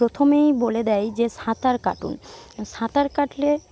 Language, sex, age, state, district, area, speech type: Bengali, female, 18-30, West Bengal, Paschim Medinipur, rural, spontaneous